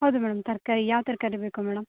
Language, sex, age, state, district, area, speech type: Kannada, female, 18-30, Karnataka, Uttara Kannada, rural, conversation